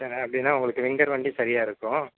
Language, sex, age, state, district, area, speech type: Tamil, male, 30-45, Tamil Nadu, Salem, rural, conversation